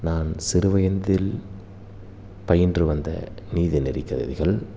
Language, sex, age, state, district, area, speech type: Tamil, male, 30-45, Tamil Nadu, Salem, rural, spontaneous